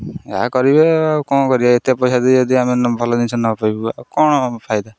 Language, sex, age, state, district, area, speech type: Odia, male, 18-30, Odisha, Jagatsinghpur, rural, spontaneous